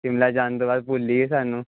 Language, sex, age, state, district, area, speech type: Punjabi, male, 18-30, Punjab, Hoshiarpur, urban, conversation